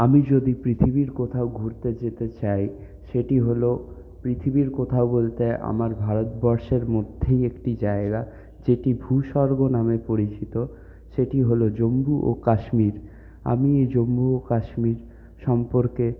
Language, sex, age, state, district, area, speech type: Bengali, male, 30-45, West Bengal, Purulia, urban, spontaneous